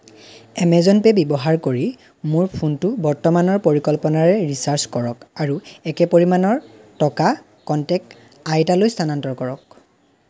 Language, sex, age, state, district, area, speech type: Assamese, male, 18-30, Assam, Lakhimpur, rural, read